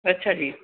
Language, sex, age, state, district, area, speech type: Sindhi, female, 45-60, Uttar Pradesh, Lucknow, urban, conversation